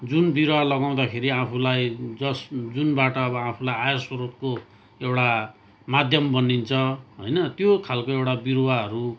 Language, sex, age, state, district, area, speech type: Nepali, male, 30-45, West Bengal, Kalimpong, rural, spontaneous